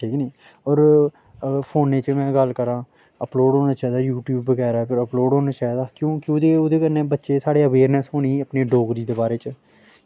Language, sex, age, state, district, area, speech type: Dogri, male, 30-45, Jammu and Kashmir, Samba, rural, spontaneous